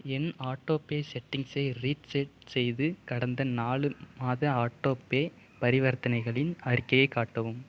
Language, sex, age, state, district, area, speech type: Tamil, male, 30-45, Tamil Nadu, Mayiladuthurai, urban, read